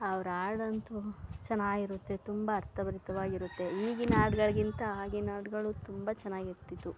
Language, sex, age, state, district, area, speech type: Kannada, female, 30-45, Karnataka, Mandya, rural, spontaneous